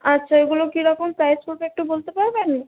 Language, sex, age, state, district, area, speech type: Bengali, female, 30-45, West Bengal, Paschim Bardhaman, urban, conversation